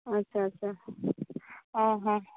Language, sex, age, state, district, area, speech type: Odia, female, 18-30, Odisha, Nayagarh, rural, conversation